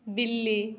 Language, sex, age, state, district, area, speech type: Hindi, female, 18-30, Bihar, Samastipur, rural, read